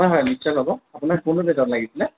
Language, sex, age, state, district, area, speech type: Assamese, male, 18-30, Assam, Jorhat, urban, conversation